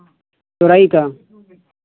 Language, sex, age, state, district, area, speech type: Hindi, male, 45-60, Uttar Pradesh, Lucknow, urban, conversation